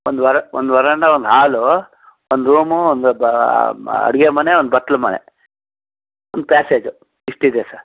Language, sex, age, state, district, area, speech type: Kannada, male, 60+, Karnataka, Shimoga, urban, conversation